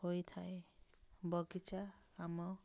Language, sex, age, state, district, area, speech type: Odia, female, 60+, Odisha, Ganjam, urban, spontaneous